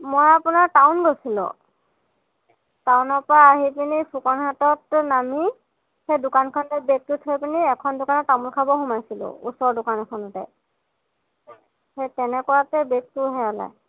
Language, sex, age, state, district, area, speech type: Assamese, female, 18-30, Assam, Lakhimpur, rural, conversation